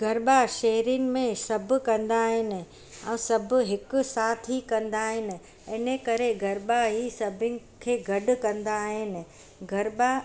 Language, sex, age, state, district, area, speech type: Sindhi, female, 45-60, Gujarat, Surat, urban, spontaneous